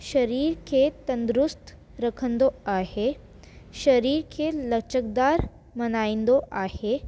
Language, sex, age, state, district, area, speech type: Sindhi, female, 18-30, Delhi, South Delhi, urban, spontaneous